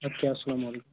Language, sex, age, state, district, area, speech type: Kashmiri, male, 18-30, Jammu and Kashmir, Bandipora, urban, conversation